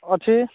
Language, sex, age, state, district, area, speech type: Odia, male, 30-45, Odisha, Malkangiri, urban, conversation